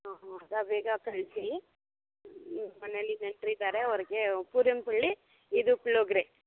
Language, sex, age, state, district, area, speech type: Kannada, female, 18-30, Karnataka, Bangalore Rural, rural, conversation